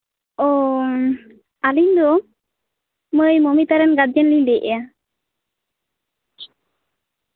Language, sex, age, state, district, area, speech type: Santali, female, 18-30, West Bengal, Bankura, rural, conversation